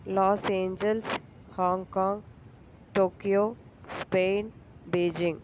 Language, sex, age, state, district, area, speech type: Tamil, female, 18-30, Tamil Nadu, Pudukkottai, rural, spontaneous